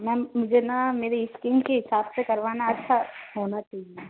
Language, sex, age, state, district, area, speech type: Hindi, female, 30-45, Rajasthan, Jodhpur, urban, conversation